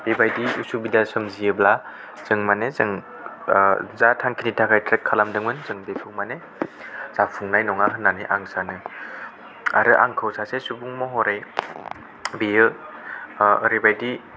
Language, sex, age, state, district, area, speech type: Bodo, male, 18-30, Assam, Kokrajhar, rural, spontaneous